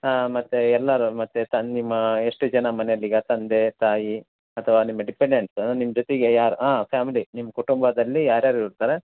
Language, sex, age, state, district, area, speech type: Kannada, male, 30-45, Karnataka, Koppal, rural, conversation